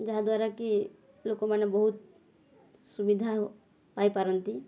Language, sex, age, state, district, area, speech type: Odia, female, 60+, Odisha, Boudh, rural, spontaneous